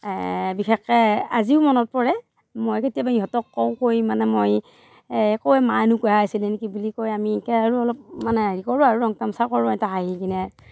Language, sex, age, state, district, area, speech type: Assamese, female, 45-60, Assam, Darrang, rural, spontaneous